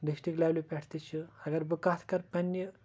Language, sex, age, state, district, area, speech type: Kashmiri, male, 18-30, Jammu and Kashmir, Kupwara, rural, spontaneous